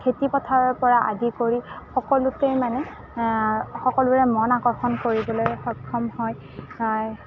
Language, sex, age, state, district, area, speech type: Assamese, female, 18-30, Assam, Kamrup Metropolitan, urban, spontaneous